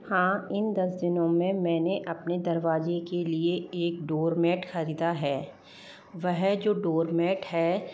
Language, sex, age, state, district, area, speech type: Hindi, female, 30-45, Rajasthan, Jaipur, urban, spontaneous